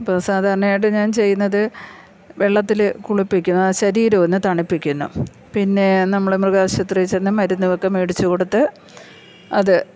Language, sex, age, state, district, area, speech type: Malayalam, female, 45-60, Kerala, Thiruvananthapuram, urban, spontaneous